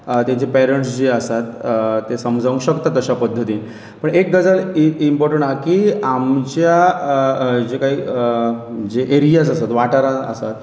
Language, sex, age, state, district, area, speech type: Goan Konkani, male, 30-45, Goa, Pernem, rural, spontaneous